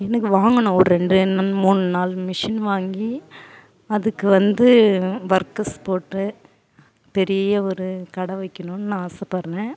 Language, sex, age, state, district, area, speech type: Tamil, female, 30-45, Tamil Nadu, Tiruvannamalai, urban, spontaneous